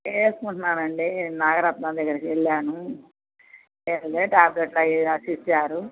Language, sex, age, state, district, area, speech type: Telugu, female, 60+, Andhra Pradesh, Bapatla, urban, conversation